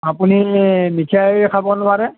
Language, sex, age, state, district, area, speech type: Assamese, male, 45-60, Assam, Nalbari, rural, conversation